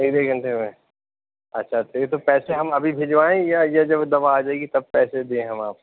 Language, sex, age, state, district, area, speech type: Urdu, male, 30-45, Uttar Pradesh, Rampur, urban, conversation